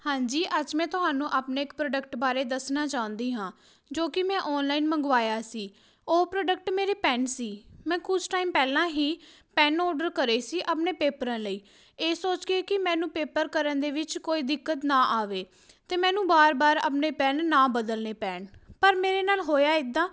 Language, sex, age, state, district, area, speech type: Punjabi, female, 18-30, Punjab, Patiala, rural, spontaneous